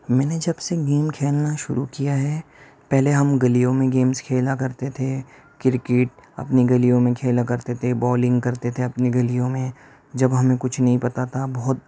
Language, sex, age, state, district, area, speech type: Urdu, male, 45-60, Delhi, Central Delhi, urban, spontaneous